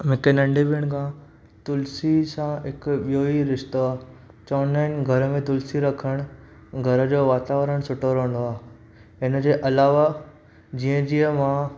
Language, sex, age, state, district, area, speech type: Sindhi, male, 18-30, Maharashtra, Thane, urban, spontaneous